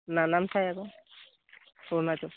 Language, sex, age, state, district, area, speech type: Assamese, male, 18-30, Assam, Dibrugarh, urban, conversation